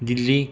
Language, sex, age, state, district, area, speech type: Marathi, male, 45-60, Maharashtra, Buldhana, rural, spontaneous